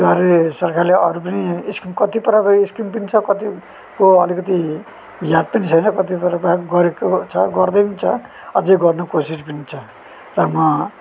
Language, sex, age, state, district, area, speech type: Nepali, male, 45-60, West Bengal, Darjeeling, rural, spontaneous